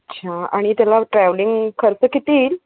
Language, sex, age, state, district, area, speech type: Marathi, female, 30-45, Maharashtra, Wardha, urban, conversation